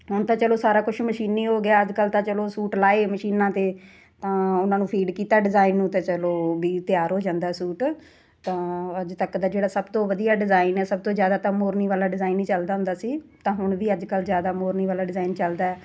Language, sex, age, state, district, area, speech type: Punjabi, female, 30-45, Punjab, Muktsar, urban, spontaneous